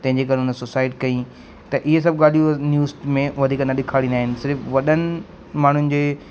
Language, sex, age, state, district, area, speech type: Sindhi, male, 18-30, Madhya Pradesh, Katni, urban, spontaneous